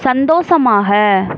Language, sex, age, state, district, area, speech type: Tamil, female, 18-30, Tamil Nadu, Mayiladuthurai, urban, read